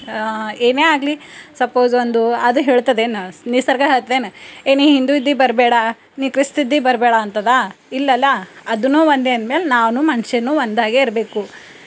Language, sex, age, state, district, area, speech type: Kannada, female, 30-45, Karnataka, Bidar, rural, spontaneous